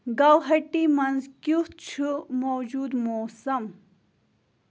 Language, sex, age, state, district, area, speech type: Kashmiri, female, 30-45, Jammu and Kashmir, Pulwama, rural, read